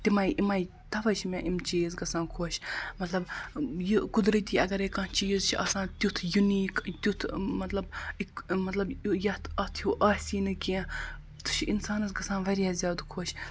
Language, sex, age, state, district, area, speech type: Kashmiri, male, 45-60, Jammu and Kashmir, Baramulla, rural, spontaneous